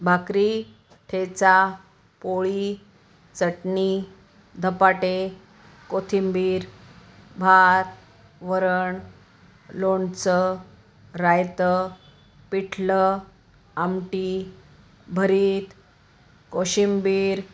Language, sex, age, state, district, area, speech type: Marathi, female, 45-60, Maharashtra, Osmanabad, rural, spontaneous